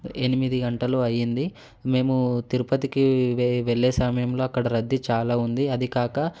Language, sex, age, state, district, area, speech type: Telugu, male, 18-30, Telangana, Hyderabad, urban, spontaneous